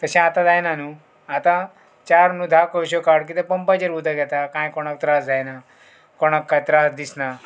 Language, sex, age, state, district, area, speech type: Goan Konkani, male, 45-60, Goa, Murmgao, rural, spontaneous